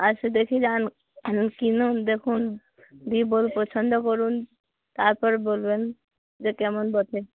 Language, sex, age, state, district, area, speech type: Bengali, female, 45-60, West Bengal, Uttar Dinajpur, urban, conversation